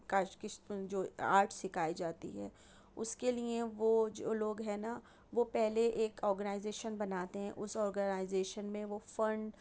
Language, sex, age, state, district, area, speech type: Urdu, female, 45-60, Delhi, New Delhi, urban, spontaneous